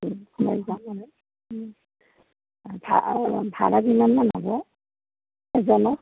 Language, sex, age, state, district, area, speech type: Assamese, female, 60+, Assam, Morigaon, rural, conversation